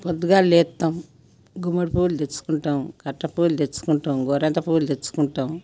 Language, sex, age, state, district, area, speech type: Telugu, female, 60+, Telangana, Peddapalli, rural, spontaneous